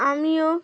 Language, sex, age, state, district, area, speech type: Bengali, female, 18-30, West Bengal, Uttar Dinajpur, urban, spontaneous